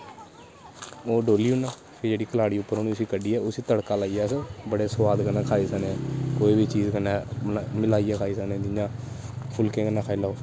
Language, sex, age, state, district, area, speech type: Dogri, male, 18-30, Jammu and Kashmir, Kathua, rural, spontaneous